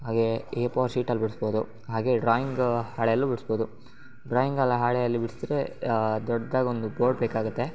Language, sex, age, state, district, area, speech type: Kannada, male, 18-30, Karnataka, Shimoga, rural, spontaneous